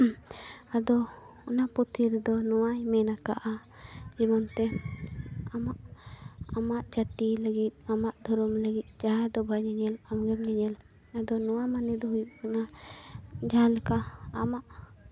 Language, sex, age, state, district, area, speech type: Santali, female, 18-30, Jharkhand, Seraikela Kharsawan, rural, spontaneous